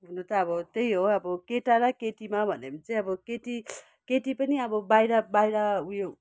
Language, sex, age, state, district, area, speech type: Nepali, female, 60+, West Bengal, Kalimpong, rural, spontaneous